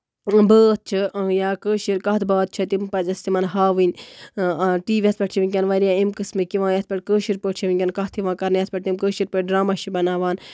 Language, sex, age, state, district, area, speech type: Kashmiri, female, 30-45, Jammu and Kashmir, Baramulla, rural, spontaneous